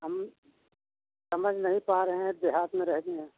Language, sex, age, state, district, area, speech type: Hindi, male, 60+, Uttar Pradesh, Lucknow, rural, conversation